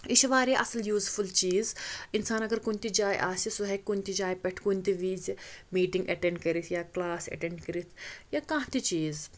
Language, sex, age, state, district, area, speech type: Kashmiri, female, 30-45, Jammu and Kashmir, Srinagar, urban, spontaneous